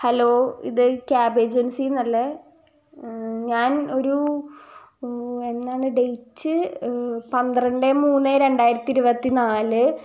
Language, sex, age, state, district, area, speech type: Malayalam, female, 18-30, Kerala, Ernakulam, rural, spontaneous